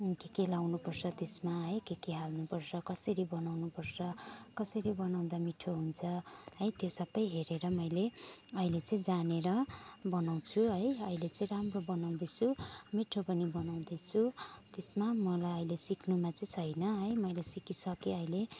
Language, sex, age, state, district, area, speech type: Nepali, female, 45-60, West Bengal, Jalpaiguri, urban, spontaneous